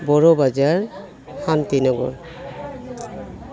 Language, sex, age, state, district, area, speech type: Assamese, female, 45-60, Assam, Goalpara, urban, spontaneous